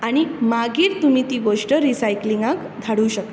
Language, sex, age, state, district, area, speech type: Goan Konkani, female, 30-45, Goa, Bardez, urban, spontaneous